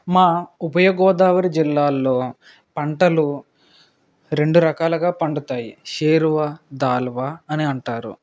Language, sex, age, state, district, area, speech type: Telugu, male, 18-30, Andhra Pradesh, Eluru, rural, spontaneous